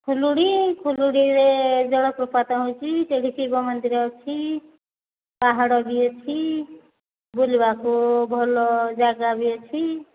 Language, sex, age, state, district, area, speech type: Odia, female, 45-60, Odisha, Angul, rural, conversation